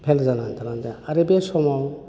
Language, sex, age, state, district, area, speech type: Bodo, male, 45-60, Assam, Udalguri, urban, spontaneous